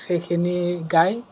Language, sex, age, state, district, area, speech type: Assamese, male, 30-45, Assam, Kamrup Metropolitan, urban, spontaneous